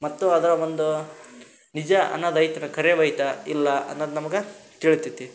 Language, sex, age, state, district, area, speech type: Kannada, male, 18-30, Karnataka, Koppal, rural, spontaneous